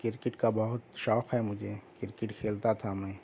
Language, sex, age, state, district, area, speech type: Urdu, female, 45-60, Telangana, Hyderabad, urban, spontaneous